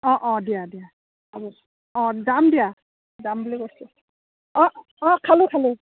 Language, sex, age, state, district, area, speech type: Assamese, female, 45-60, Assam, Udalguri, rural, conversation